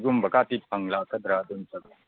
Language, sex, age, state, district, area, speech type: Manipuri, female, 45-60, Manipur, Kangpokpi, urban, conversation